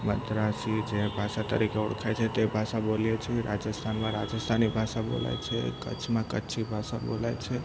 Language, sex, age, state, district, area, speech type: Gujarati, male, 18-30, Gujarat, Ahmedabad, urban, spontaneous